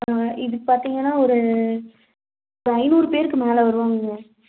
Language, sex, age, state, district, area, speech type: Tamil, female, 18-30, Tamil Nadu, Nilgiris, rural, conversation